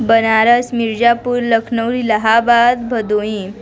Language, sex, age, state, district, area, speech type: Hindi, female, 30-45, Uttar Pradesh, Mirzapur, rural, spontaneous